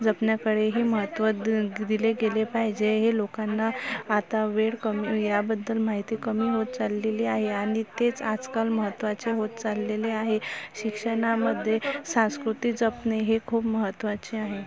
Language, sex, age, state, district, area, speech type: Marathi, female, 30-45, Maharashtra, Amravati, rural, spontaneous